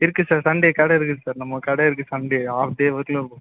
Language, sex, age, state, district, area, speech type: Tamil, male, 30-45, Tamil Nadu, Viluppuram, rural, conversation